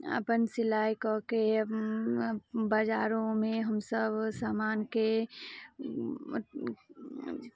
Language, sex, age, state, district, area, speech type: Maithili, female, 18-30, Bihar, Madhubani, rural, spontaneous